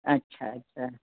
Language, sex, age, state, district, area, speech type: Sindhi, female, 60+, Rajasthan, Ajmer, urban, conversation